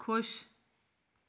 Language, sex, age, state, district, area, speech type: Punjabi, female, 30-45, Punjab, Shaheed Bhagat Singh Nagar, urban, read